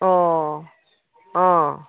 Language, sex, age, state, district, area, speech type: Manipuri, female, 30-45, Manipur, Kangpokpi, urban, conversation